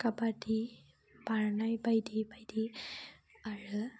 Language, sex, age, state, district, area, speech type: Bodo, female, 18-30, Assam, Udalguri, rural, spontaneous